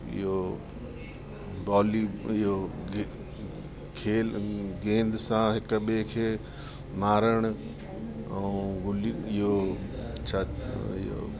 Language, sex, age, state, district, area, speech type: Sindhi, male, 60+, Uttar Pradesh, Lucknow, rural, spontaneous